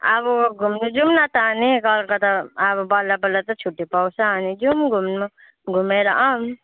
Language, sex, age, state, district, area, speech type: Nepali, female, 18-30, West Bengal, Alipurduar, urban, conversation